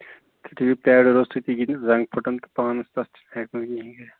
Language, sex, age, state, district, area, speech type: Kashmiri, male, 30-45, Jammu and Kashmir, Ganderbal, rural, conversation